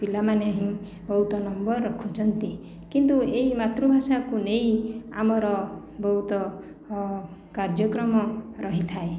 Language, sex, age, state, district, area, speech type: Odia, female, 30-45, Odisha, Khordha, rural, spontaneous